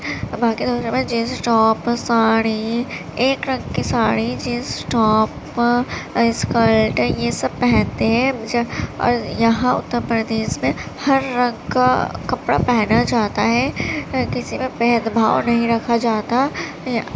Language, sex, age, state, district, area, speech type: Urdu, female, 18-30, Uttar Pradesh, Gautam Buddha Nagar, urban, spontaneous